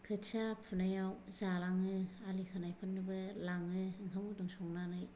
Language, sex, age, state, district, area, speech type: Bodo, female, 45-60, Assam, Kokrajhar, rural, spontaneous